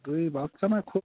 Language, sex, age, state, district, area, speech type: Bengali, male, 45-60, West Bengal, Cooch Behar, urban, conversation